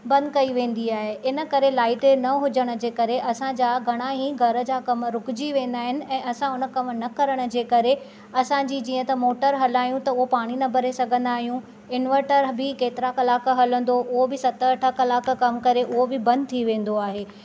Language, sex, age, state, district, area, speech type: Sindhi, female, 30-45, Maharashtra, Thane, urban, spontaneous